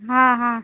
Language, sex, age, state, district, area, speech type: Marathi, female, 30-45, Maharashtra, Yavatmal, rural, conversation